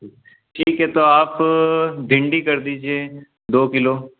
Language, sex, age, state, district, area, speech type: Hindi, male, 18-30, Madhya Pradesh, Ujjain, rural, conversation